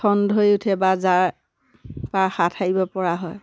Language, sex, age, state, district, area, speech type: Assamese, female, 30-45, Assam, Sivasagar, rural, spontaneous